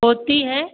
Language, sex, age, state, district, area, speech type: Hindi, female, 60+, Uttar Pradesh, Ayodhya, rural, conversation